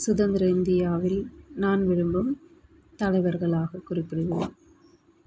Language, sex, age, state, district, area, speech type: Tamil, male, 18-30, Tamil Nadu, Dharmapuri, rural, spontaneous